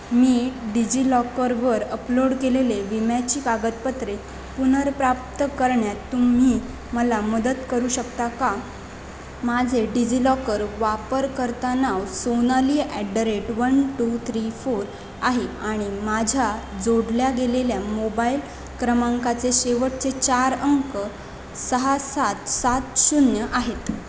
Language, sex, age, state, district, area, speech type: Marathi, female, 18-30, Maharashtra, Sindhudurg, urban, read